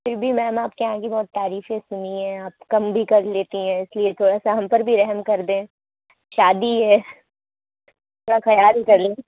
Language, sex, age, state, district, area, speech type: Urdu, female, 45-60, Uttar Pradesh, Lucknow, urban, conversation